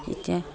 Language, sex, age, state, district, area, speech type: Assamese, female, 45-60, Assam, Udalguri, rural, spontaneous